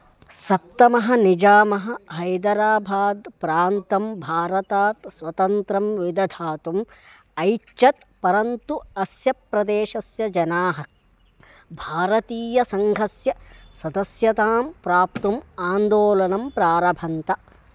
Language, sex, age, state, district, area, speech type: Sanskrit, male, 18-30, Karnataka, Uttara Kannada, rural, read